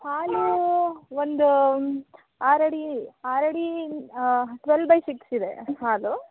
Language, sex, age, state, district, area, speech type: Kannada, female, 18-30, Karnataka, Hassan, rural, conversation